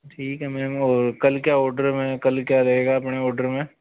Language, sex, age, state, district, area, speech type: Hindi, male, 18-30, Rajasthan, Jaipur, urban, conversation